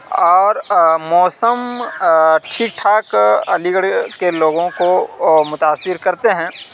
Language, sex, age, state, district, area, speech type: Urdu, male, 45-60, Uttar Pradesh, Aligarh, rural, spontaneous